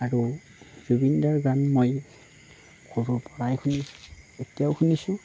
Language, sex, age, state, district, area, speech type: Assamese, male, 30-45, Assam, Darrang, rural, spontaneous